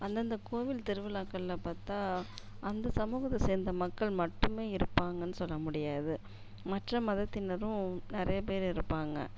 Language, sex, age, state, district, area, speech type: Tamil, female, 30-45, Tamil Nadu, Tiruchirappalli, rural, spontaneous